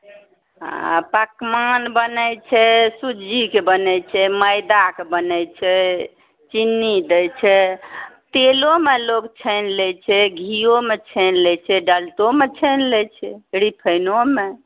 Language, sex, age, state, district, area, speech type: Maithili, female, 30-45, Bihar, Saharsa, rural, conversation